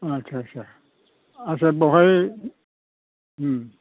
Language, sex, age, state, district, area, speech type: Bodo, male, 60+, Assam, Chirang, rural, conversation